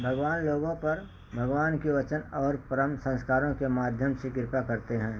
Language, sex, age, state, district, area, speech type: Hindi, male, 60+, Uttar Pradesh, Ayodhya, urban, read